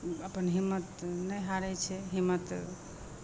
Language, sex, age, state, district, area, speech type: Maithili, female, 45-60, Bihar, Madhepura, urban, spontaneous